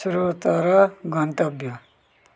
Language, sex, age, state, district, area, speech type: Nepali, male, 45-60, West Bengal, Darjeeling, rural, read